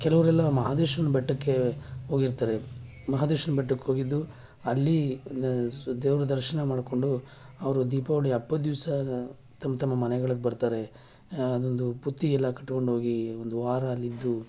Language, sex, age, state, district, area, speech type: Kannada, male, 45-60, Karnataka, Mysore, urban, spontaneous